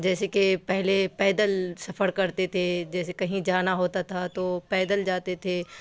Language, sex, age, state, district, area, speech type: Urdu, female, 45-60, Bihar, Khagaria, rural, spontaneous